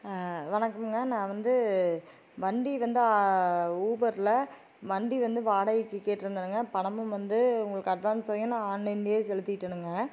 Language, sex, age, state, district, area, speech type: Tamil, female, 30-45, Tamil Nadu, Tiruppur, urban, spontaneous